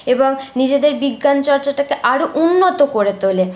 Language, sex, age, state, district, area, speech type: Bengali, female, 30-45, West Bengal, Purulia, rural, spontaneous